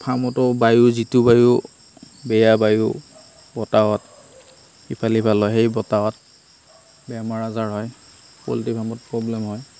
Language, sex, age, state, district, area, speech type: Assamese, male, 30-45, Assam, Darrang, rural, spontaneous